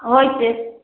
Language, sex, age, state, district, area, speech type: Manipuri, female, 30-45, Manipur, Imphal West, rural, conversation